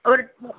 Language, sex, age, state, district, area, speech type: Tamil, female, 18-30, Tamil Nadu, Vellore, urban, conversation